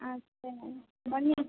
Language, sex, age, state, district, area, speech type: Hindi, female, 60+, Uttar Pradesh, Azamgarh, urban, conversation